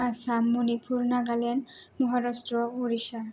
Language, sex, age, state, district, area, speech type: Bodo, female, 18-30, Assam, Kokrajhar, rural, spontaneous